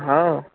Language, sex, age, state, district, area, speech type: Sanskrit, male, 18-30, Uttar Pradesh, Pratapgarh, rural, conversation